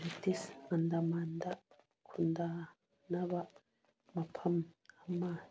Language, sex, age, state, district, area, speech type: Manipuri, female, 45-60, Manipur, Churachandpur, urban, read